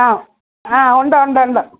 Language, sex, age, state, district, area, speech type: Malayalam, female, 45-60, Kerala, Pathanamthitta, urban, conversation